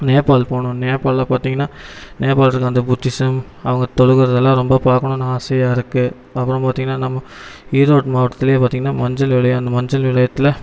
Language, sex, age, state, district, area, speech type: Tamil, male, 18-30, Tamil Nadu, Erode, rural, spontaneous